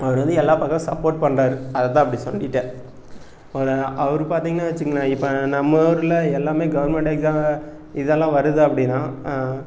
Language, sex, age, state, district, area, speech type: Tamil, male, 30-45, Tamil Nadu, Erode, rural, spontaneous